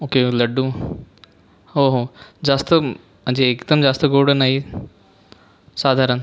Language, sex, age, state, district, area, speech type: Marathi, male, 18-30, Maharashtra, Buldhana, rural, spontaneous